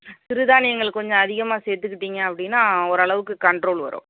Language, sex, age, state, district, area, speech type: Tamil, female, 30-45, Tamil Nadu, Perambalur, rural, conversation